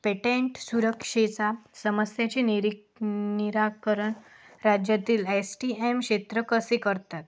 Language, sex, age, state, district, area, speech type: Marathi, female, 18-30, Maharashtra, Akola, urban, spontaneous